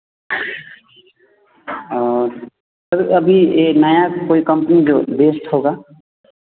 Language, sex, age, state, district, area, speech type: Hindi, male, 18-30, Bihar, Vaishali, rural, conversation